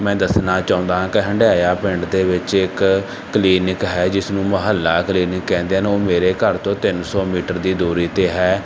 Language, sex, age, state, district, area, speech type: Punjabi, male, 30-45, Punjab, Barnala, rural, spontaneous